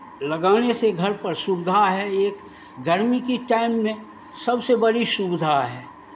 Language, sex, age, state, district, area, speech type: Hindi, male, 60+, Bihar, Begusarai, rural, spontaneous